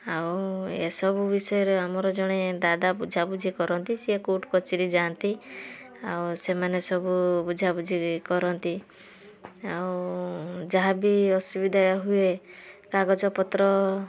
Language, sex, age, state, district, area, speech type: Odia, female, 18-30, Odisha, Balasore, rural, spontaneous